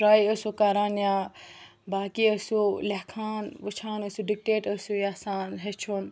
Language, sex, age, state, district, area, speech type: Kashmiri, female, 18-30, Jammu and Kashmir, Bandipora, rural, spontaneous